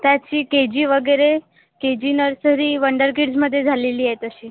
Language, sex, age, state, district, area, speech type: Marathi, female, 18-30, Maharashtra, Washim, rural, conversation